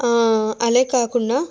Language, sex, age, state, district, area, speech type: Telugu, female, 30-45, Telangana, Hyderabad, rural, spontaneous